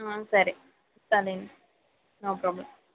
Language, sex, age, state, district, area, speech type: Telugu, female, 30-45, Andhra Pradesh, East Godavari, rural, conversation